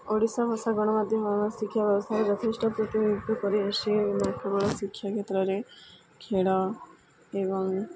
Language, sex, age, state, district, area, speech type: Odia, female, 18-30, Odisha, Sundergarh, urban, spontaneous